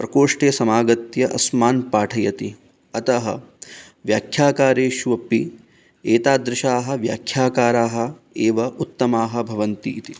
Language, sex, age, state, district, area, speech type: Sanskrit, male, 30-45, Rajasthan, Ajmer, urban, spontaneous